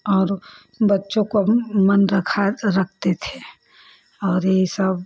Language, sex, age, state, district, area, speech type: Hindi, female, 30-45, Uttar Pradesh, Ghazipur, rural, spontaneous